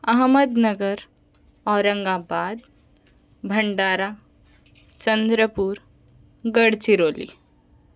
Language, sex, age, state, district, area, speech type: Marathi, female, 18-30, Maharashtra, Nagpur, urban, spontaneous